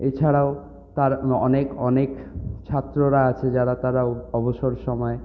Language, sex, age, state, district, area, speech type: Bengali, male, 30-45, West Bengal, Purulia, urban, spontaneous